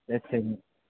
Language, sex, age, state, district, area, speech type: Tamil, male, 18-30, Tamil Nadu, Madurai, rural, conversation